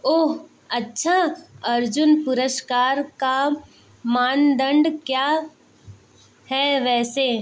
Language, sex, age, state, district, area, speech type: Hindi, female, 18-30, Uttar Pradesh, Azamgarh, urban, read